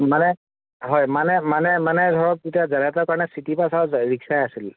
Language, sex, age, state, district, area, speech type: Assamese, male, 30-45, Assam, Kamrup Metropolitan, urban, conversation